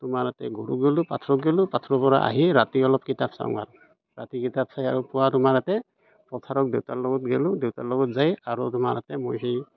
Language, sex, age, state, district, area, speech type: Assamese, male, 45-60, Assam, Barpeta, rural, spontaneous